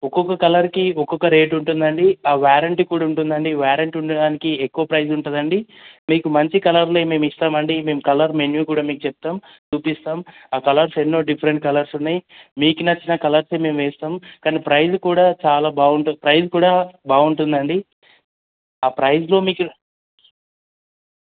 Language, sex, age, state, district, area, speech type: Telugu, male, 18-30, Telangana, Medak, rural, conversation